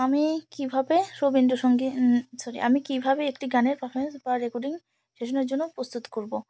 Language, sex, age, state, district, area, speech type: Bengali, female, 45-60, West Bengal, Alipurduar, rural, spontaneous